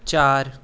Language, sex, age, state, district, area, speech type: Dogri, male, 18-30, Jammu and Kashmir, Reasi, rural, read